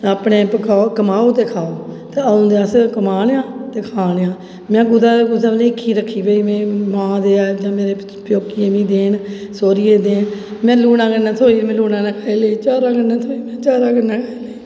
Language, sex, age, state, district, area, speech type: Dogri, female, 45-60, Jammu and Kashmir, Jammu, urban, spontaneous